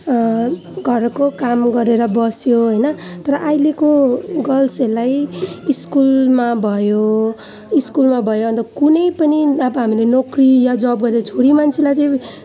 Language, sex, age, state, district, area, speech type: Nepali, female, 18-30, West Bengal, Alipurduar, urban, spontaneous